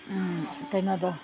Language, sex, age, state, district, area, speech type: Manipuri, female, 60+, Manipur, Senapati, rural, spontaneous